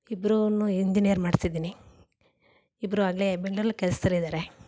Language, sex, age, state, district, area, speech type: Kannada, female, 45-60, Karnataka, Mandya, rural, spontaneous